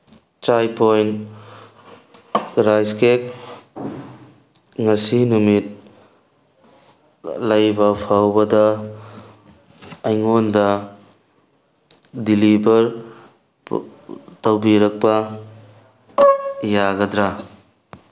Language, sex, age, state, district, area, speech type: Manipuri, male, 18-30, Manipur, Tengnoupal, rural, read